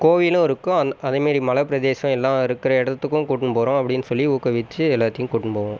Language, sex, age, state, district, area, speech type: Tamil, male, 30-45, Tamil Nadu, Viluppuram, rural, spontaneous